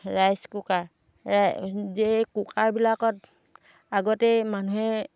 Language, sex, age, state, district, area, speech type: Assamese, female, 45-60, Assam, Dhemaji, rural, spontaneous